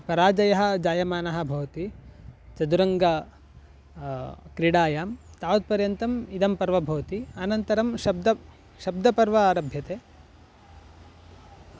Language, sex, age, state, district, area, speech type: Sanskrit, male, 18-30, Karnataka, Chikkaballapur, rural, spontaneous